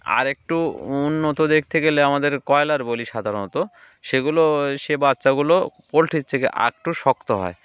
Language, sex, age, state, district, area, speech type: Bengali, male, 30-45, West Bengal, Uttar Dinajpur, urban, spontaneous